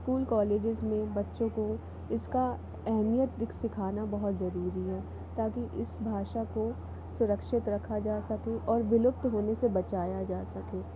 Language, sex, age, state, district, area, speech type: Hindi, female, 18-30, Madhya Pradesh, Jabalpur, urban, spontaneous